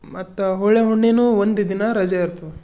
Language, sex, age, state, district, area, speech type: Kannada, male, 30-45, Karnataka, Bidar, urban, spontaneous